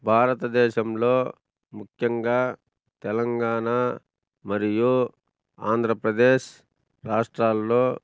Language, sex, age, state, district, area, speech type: Telugu, male, 45-60, Andhra Pradesh, Annamaya, rural, spontaneous